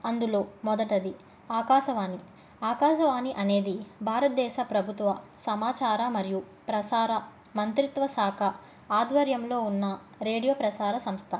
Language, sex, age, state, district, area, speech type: Telugu, female, 30-45, Andhra Pradesh, Krishna, urban, spontaneous